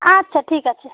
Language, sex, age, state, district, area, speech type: Bengali, female, 18-30, West Bengal, Alipurduar, rural, conversation